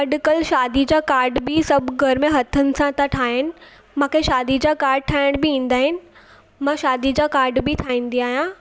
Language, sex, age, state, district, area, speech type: Sindhi, female, 18-30, Gujarat, Surat, urban, spontaneous